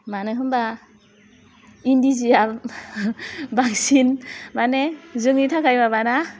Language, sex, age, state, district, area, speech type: Bodo, female, 30-45, Assam, Udalguri, urban, spontaneous